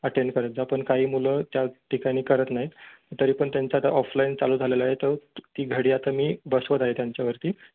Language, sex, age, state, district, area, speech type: Marathi, male, 18-30, Maharashtra, Ratnagiri, urban, conversation